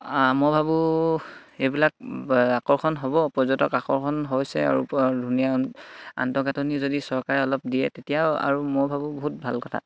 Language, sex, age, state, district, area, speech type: Assamese, male, 18-30, Assam, Sivasagar, rural, spontaneous